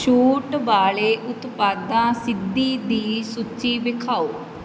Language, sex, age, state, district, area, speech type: Punjabi, female, 30-45, Punjab, Mansa, urban, read